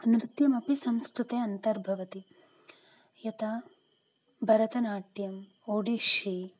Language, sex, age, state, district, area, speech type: Sanskrit, female, 18-30, Karnataka, Uttara Kannada, rural, spontaneous